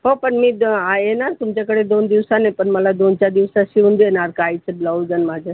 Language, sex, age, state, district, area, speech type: Marathi, female, 45-60, Maharashtra, Buldhana, rural, conversation